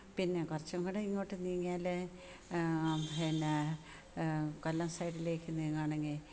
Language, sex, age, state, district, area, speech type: Malayalam, female, 60+, Kerala, Kollam, rural, spontaneous